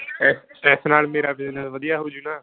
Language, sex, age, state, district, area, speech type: Punjabi, male, 18-30, Punjab, Moga, rural, conversation